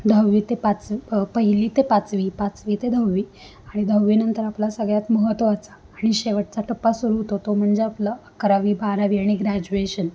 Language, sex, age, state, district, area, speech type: Marathi, female, 18-30, Maharashtra, Sangli, urban, spontaneous